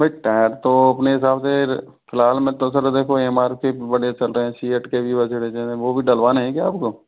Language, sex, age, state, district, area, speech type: Hindi, male, 45-60, Rajasthan, Karauli, rural, conversation